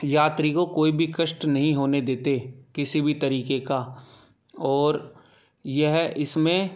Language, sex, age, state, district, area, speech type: Hindi, male, 18-30, Madhya Pradesh, Gwalior, rural, spontaneous